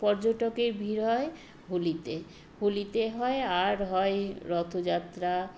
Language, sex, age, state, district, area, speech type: Bengali, female, 60+, West Bengal, Nadia, rural, spontaneous